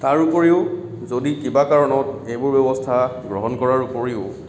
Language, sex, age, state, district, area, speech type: Assamese, male, 30-45, Assam, Kamrup Metropolitan, rural, spontaneous